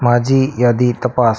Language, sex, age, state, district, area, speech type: Marathi, male, 30-45, Maharashtra, Akola, urban, read